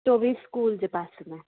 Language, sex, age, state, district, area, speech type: Sindhi, female, 18-30, Maharashtra, Thane, urban, conversation